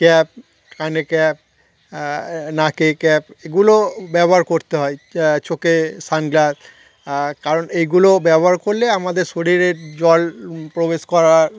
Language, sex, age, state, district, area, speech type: Bengali, male, 30-45, West Bengal, Darjeeling, urban, spontaneous